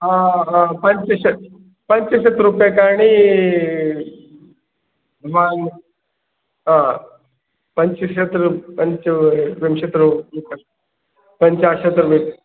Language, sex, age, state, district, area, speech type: Sanskrit, male, 45-60, Uttar Pradesh, Prayagraj, urban, conversation